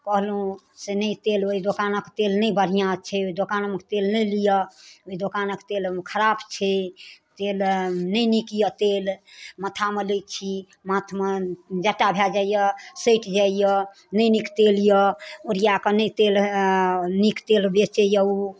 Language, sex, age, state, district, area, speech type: Maithili, female, 45-60, Bihar, Darbhanga, rural, spontaneous